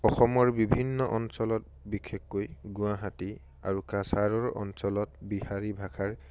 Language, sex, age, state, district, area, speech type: Assamese, male, 18-30, Assam, Charaideo, urban, spontaneous